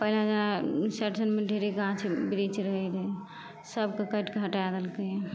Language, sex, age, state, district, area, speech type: Maithili, female, 18-30, Bihar, Madhepura, rural, spontaneous